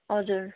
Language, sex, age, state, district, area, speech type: Nepali, female, 18-30, West Bengal, Kalimpong, rural, conversation